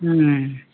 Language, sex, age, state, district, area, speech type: Assamese, female, 45-60, Assam, Tinsukia, urban, conversation